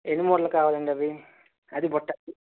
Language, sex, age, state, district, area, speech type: Telugu, male, 60+, Andhra Pradesh, Vizianagaram, rural, conversation